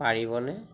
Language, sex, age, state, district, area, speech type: Assamese, male, 45-60, Assam, Majuli, rural, read